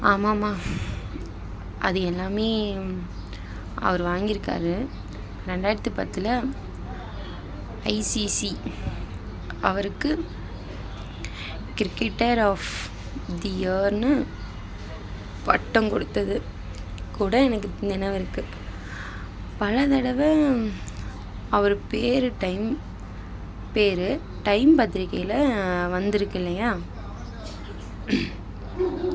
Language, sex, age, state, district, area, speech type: Tamil, female, 18-30, Tamil Nadu, Nilgiris, rural, read